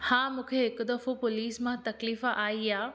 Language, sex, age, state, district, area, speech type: Sindhi, female, 18-30, Maharashtra, Thane, urban, spontaneous